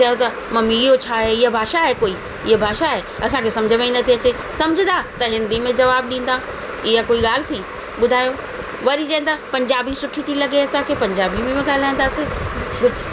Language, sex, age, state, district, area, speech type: Sindhi, female, 45-60, Delhi, South Delhi, urban, spontaneous